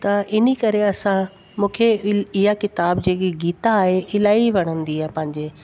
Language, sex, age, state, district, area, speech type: Sindhi, female, 45-60, Delhi, South Delhi, urban, spontaneous